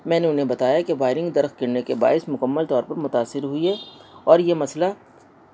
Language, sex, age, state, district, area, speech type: Urdu, female, 60+, Delhi, North East Delhi, urban, spontaneous